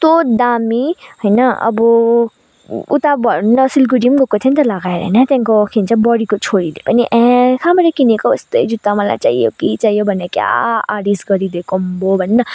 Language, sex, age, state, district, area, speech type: Nepali, female, 18-30, West Bengal, Kalimpong, rural, spontaneous